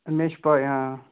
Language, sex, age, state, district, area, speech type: Kashmiri, male, 18-30, Jammu and Kashmir, Ganderbal, rural, conversation